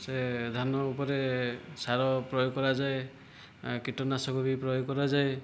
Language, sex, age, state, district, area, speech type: Odia, male, 45-60, Odisha, Kandhamal, rural, spontaneous